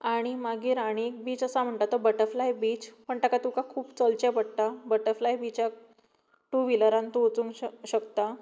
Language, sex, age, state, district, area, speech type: Goan Konkani, female, 18-30, Goa, Tiswadi, rural, spontaneous